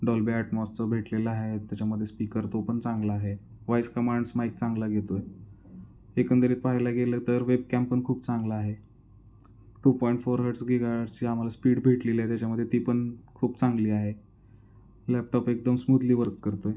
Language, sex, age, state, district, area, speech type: Marathi, male, 30-45, Maharashtra, Osmanabad, rural, spontaneous